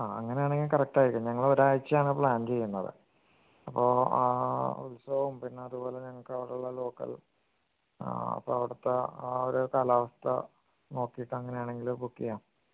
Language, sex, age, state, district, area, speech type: Malayalam, male, 45-60, Kerala, Wayanad, rural, conversation